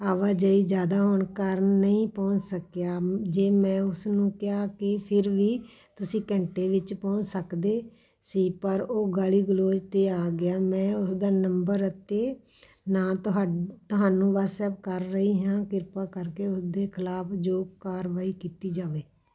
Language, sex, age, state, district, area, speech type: Punjabi, female, 45-60, Punjab, Patiala, rural, spontaneous